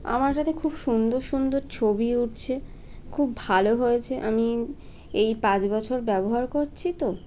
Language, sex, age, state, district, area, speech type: Bengali, female, 18-30, West Bengal, Birbhum, urban, spontaneous